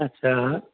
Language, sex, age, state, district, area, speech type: Hindi, male, 60+, Uttar Pradesh, Hardoi, rural, conversation